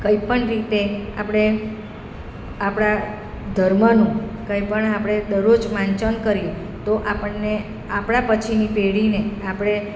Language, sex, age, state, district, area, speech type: Gujarati, female, 45-60, Gujarat, Surat, urban, spontaneous